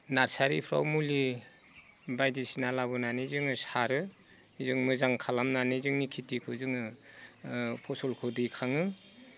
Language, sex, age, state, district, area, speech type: Bodo, male, 45-60, Assam, Udalguri, rural, spontaneous